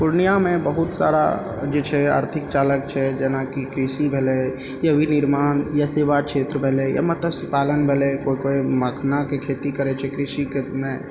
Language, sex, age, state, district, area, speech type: Maithili, male, 30-45, Bihar, Purnia, rural, spontaneous